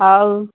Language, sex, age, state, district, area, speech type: Odia, female, 45-60, Odisha, Malkangiri, urban, conversation